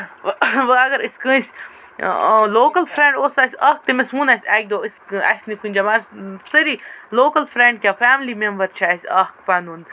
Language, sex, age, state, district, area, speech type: Kashmiri, female, 30-45, Jammu and Kashmir, Baramulla, rural, spontaneous